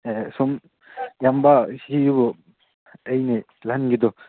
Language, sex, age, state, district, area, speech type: Manipuri, male, 18-30, Manipur, Chandel, rural, conversation